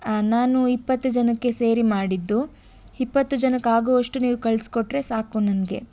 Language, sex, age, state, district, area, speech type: Kannada, female, 18-30, Karnataka, Tumkur, urban, spontaneous